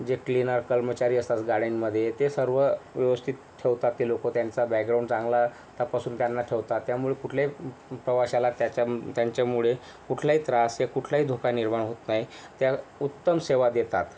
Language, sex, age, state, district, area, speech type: Marathi, male, 18-30, Maharashtra, Yavatmal, rural, spontaneous